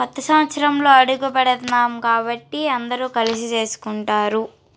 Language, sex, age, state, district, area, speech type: Telugu, female, 18-30, Andhra Pradesh, Palnadu, urban, spontaneous